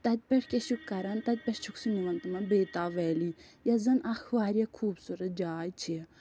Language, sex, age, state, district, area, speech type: Kashmiri, female, 45-60, Jammu and Kashmir, Budgam, rural, spontaneous